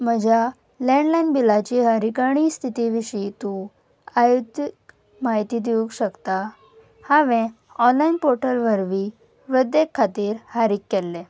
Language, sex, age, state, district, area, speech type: Goan Konkani, female, 18-30, Goa, Salcete, urban, read